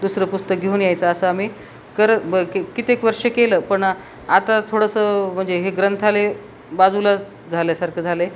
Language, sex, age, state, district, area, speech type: Marathi, female, 45-60, Maharashtra, Nanded, rural, spontaneous